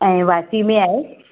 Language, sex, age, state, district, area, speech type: Sindhi, female, 45-60, Maharashtra, Mumbai Suburban, urban, conversation